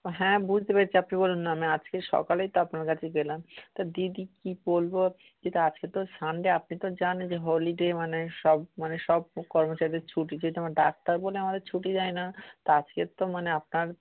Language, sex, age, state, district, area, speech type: Bengali, male, 45-60, West Bengal, Darjeeling, urban, conversation